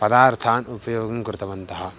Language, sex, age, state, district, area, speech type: Sanskrit, male, 18-30, Andhra Pradesh, Guntur, rural, spontaneous